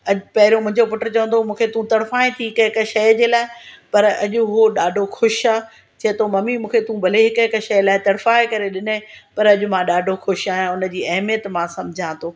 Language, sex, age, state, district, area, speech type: Sindhi, female, 60+, Gujarat, Surat, urban, spontaneous